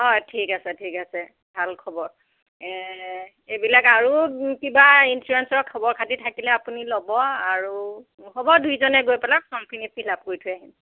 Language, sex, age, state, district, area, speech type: Assamese, female, 45-60, Assam, Lakhimpur, rural, conversation